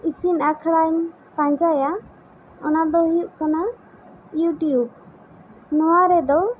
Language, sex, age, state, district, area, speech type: Santali, female, 18-30, West Bengal, Bankura, rural, spontaneous